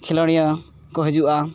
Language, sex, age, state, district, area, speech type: Santali, male, 18-30, Jharkhand, East Singhbhum, rural, spontaneous